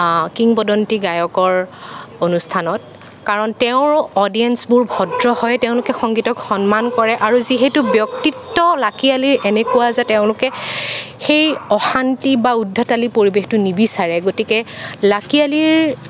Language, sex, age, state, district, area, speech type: Assamese, female, 18-30, Assam, Nagaon, rural, spontaneous